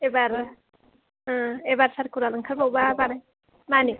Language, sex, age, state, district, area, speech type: Bodo, female, 30-45, Assam, Chirang, urban, conversation